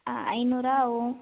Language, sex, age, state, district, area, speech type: Tamil, female, 18-30, Tamil Nadu, Thanjavur, rural, conversation